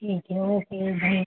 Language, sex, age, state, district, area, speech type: Hindi, female, 30-45, Madhya Pradesh, Seoni, urban, conversation